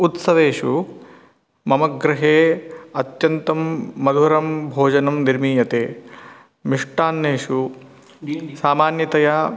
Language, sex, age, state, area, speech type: Sanskrit, male, 30-45, Rajasthan, urban, spontaneous